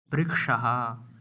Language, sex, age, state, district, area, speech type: Sanskrit, male, 18-30, West Bengal, Paschim Medinipur, rural, read